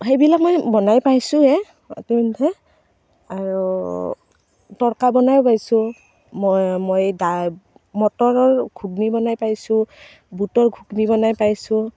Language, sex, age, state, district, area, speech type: Assamese, female, 30-45, Assam, Barpeta, rural, spontaneous